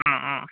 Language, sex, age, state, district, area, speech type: Kannada, male, 18-30, Karnataka, Mysore, urban, conversation